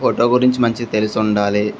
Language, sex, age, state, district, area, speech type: Telugu, male, 30-45, Andhra Pradesh, Anakapalli, rural, spontaneous